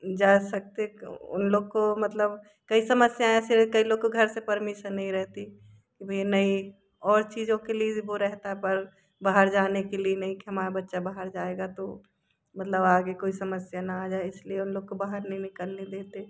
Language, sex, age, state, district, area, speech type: Hindi, female, 30-45, Madhya Pradesh, Jabalpur, urban, spontaneous